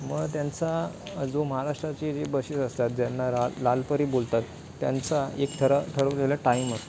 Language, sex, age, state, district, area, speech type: Marathi, male, 18-30, Maharashtra, Ratnagiri, rural, spontaneous